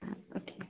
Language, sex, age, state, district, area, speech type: Hindi, female, 18-30, Madhya Pradesh, Narsinghpur, rural, conversation